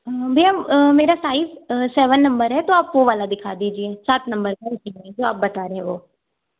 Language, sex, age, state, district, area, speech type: Hindi, male, 30-45, Madhya Pradesh, Balaghat, rural, conversation